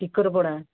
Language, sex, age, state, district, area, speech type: Odia, female, 45-60, Odisha, Angul, rural, conversation